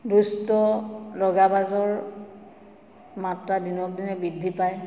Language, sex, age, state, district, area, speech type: Assamese, female, 45-60, Assam, Majuli, urban, spontaneous